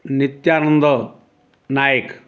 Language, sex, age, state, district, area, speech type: Odia, male, 60+, Odisha, Ganjam, urban, spontaneous